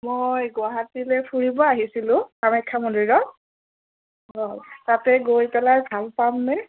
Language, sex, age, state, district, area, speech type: Assamese, female, 30-45, Assam, Dhemaji, urban, conversation